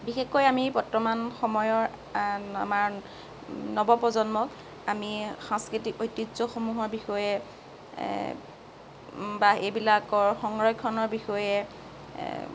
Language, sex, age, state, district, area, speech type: Assamese, female, 45-60, Assam, Lakhimpur, rural, spontaneous